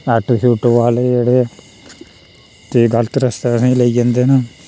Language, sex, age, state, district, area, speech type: Dogri, male, 30-45, Jammu and Kashmir, Reasi, rural, spontaneous